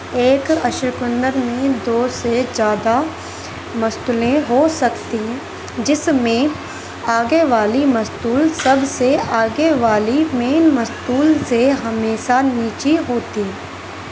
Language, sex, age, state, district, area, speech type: Urdu, female, 18-30, Uttar Pradesh, Gautam Buddha Nagar, rural, read